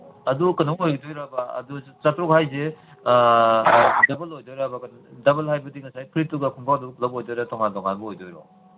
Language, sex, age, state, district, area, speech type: Manipuri, male, 60+, Manipur, Kangpokpi, urban, conversation